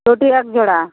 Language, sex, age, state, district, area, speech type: Bengali, female, 45-60, West Bengal, Uttar Dinajpur, urban, conversation